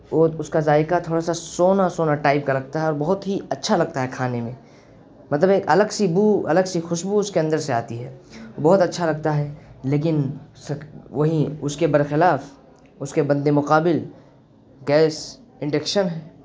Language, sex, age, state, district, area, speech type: Urdu, male, 18-30, Uttar Pradesh, Siddharthnagar, rural, spontaneous